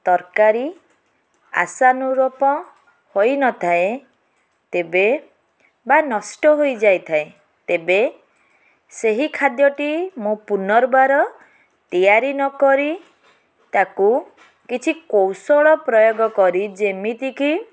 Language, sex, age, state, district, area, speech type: Odia, female, 45-60, Odisha, Cuttack, urban, spontaneous